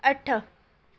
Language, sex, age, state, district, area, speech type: Sindhi, female, 18-30, Maharashtra, Mumbai Suburban, rural, read